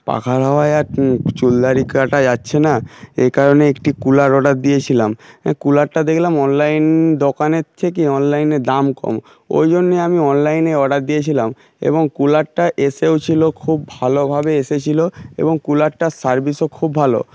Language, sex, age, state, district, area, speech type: Bengali, male, 60+, West Bengal, Jhargram, rural, spontaneous